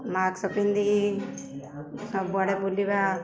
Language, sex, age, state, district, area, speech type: Odia, female, 45-60, Odisha, Ganjam, urban, spontaneous